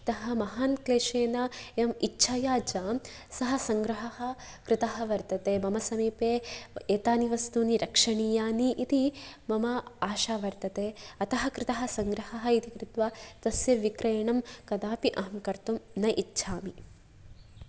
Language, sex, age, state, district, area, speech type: Sanskrit, female, 18-30, Kerala, Kasaragod, rural, spontaneous